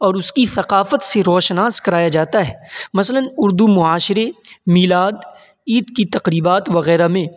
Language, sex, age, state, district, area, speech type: Urdu, male, 18-30, Uttar Pradesh, Saharanpur, urban, spontaneous